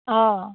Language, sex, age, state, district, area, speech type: Assamese, female, 30-45, Assam, Sivasagar, rural, conversation